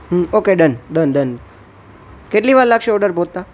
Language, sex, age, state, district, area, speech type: Gujarati, male, 18-30, Gujarat, Junagadh, urban, spontaneous